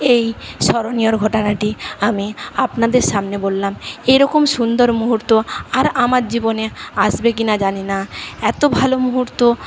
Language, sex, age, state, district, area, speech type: Bengali, female, 45-60, West Bengal, Paschim Medinipur, rural, spontaneous